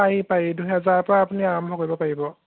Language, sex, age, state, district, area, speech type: Assamese, male, 18-30, Assam, Jorhat, urban, conversation